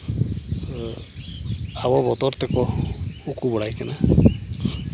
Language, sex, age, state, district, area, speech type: Santali, male, 30-45, Jharkhand, Seraikela Kharsawan, rural, spontaneous